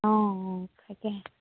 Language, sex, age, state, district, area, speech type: Assamese, female, 18-30, Assam, Majuli, urban, conversation